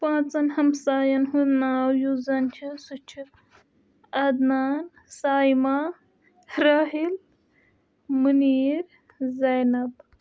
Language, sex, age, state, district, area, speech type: Kashmiri, female, 18-30, Jammu and Kashmir, Budgam, rural, spontaneous